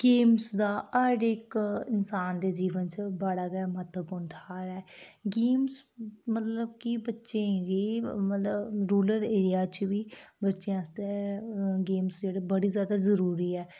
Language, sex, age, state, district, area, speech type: Dogri, female, 18-30, Jammu and Kashmir, Udhampur, rural, spontaneous